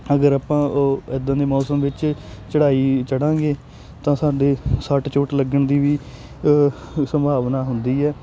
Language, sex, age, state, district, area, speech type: Punjabi, male, 18-30, Punjab, Hoshiarpur, rural, spontaneous